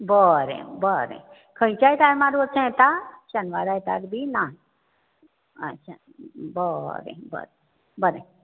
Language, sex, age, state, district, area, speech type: Goan Konkani, female, 60+, Goa, Bardez, rural, conversation